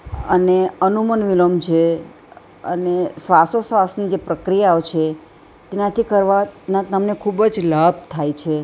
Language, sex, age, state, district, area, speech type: Gujarati, female, 60+, Gujarat, Ahmedabad, urban, spontaneous